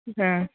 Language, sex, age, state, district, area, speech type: Tamil, female, 30-45, Tamil Nadu, Dharmapuri, rural, conversation